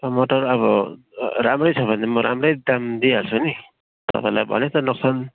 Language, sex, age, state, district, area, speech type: Nepali, male, 45-60, West Bengal, Darjeeling, rural, conversation